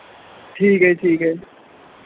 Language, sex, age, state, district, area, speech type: Punjabi, male, 18-30, Punjab, Mohali, rural, conversation